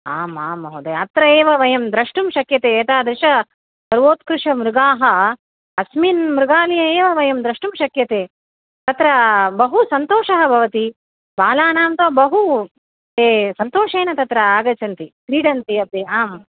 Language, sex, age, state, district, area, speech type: Sanskrit, female, 45-60, Tamil Nadu, Chennai, urban, conversation